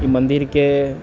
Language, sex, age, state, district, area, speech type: Maithili, male, 18-30, Bihar, Purnia, urban, spontaneous